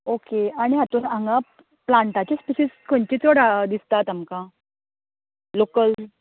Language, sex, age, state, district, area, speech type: Goan Konkani, female, 30-45, Goa, Canacona, rural, conversation